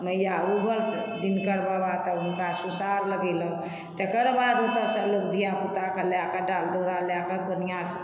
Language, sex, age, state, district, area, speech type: Maithili, female, 60+, Bihar, Supaul, rural, spontaneous